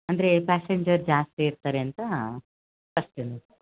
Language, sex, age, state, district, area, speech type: Kannada, female, 45-60, Karnataka, Hassan, urban, conversation